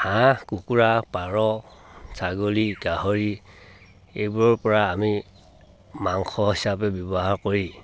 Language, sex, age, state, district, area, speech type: Assamese, male, 60+, Assam, Dhemaji, rural, spontaneous